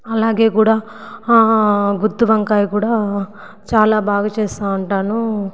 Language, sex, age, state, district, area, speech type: Telugu, female, 45-60, Andhra Pradesh, Sri Balaji, urban, spontaneous